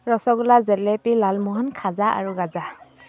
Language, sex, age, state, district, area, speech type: Assamese, female, 30-45, Assam, Dibrugarh, rural, spontaneous